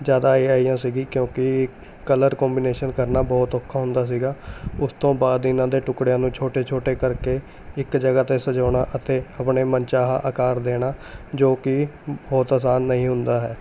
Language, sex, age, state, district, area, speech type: Punjabi, male, 18-30, Punjab, Mohali, urban, spontaneous